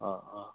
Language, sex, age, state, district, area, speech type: Assamese, male, 18-30, Assam, Goalpara, urban, conversation